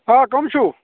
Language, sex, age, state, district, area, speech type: Kashmiri, male, 45-60, Jammu and Kashmir, Budgam, rural, conversation